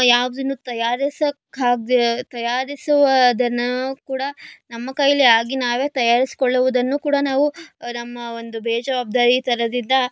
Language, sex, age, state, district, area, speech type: Kannada, female, 18-30, Karnataka, Tumkur, urban, spontaneous